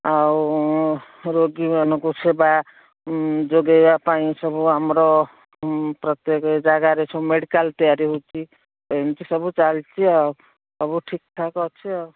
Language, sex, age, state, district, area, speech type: Odia, female, 60+, Odisha, Jharsuguda, rural, conversation